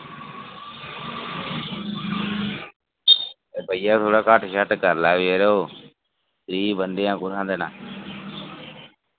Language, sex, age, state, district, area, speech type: Dogri, male, 30-45, Jammu and Kashmir, Reasi, rural, conversation